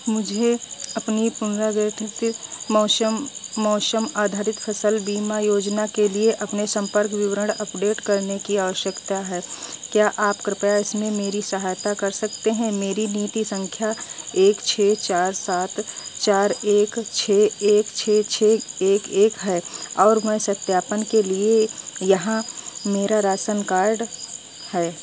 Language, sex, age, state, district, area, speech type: Hindi, female, 45-60, Uttar Pradesh, Sitapur, rural, read